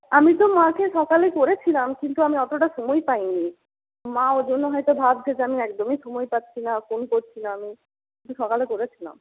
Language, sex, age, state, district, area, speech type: Bengali, female, 60+, West Bengal, Purulia, urban, conversation